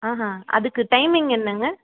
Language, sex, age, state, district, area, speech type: Tamil, female, 18-30, Tamil Nadu, Krishnagiri, rural, conversation